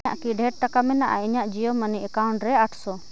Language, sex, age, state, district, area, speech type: Santali, female, 18-30, Jharkhand, Seraikela Kharsawan, rural, read